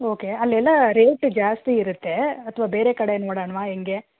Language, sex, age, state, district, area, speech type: Kannada, female, 30-45, Karnataka, Bangalore Rural, rural, conversation